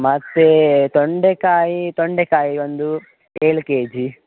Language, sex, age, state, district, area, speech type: Kannada, male, 18-30, Karnataka, Dakshina Kannada, rural, conversation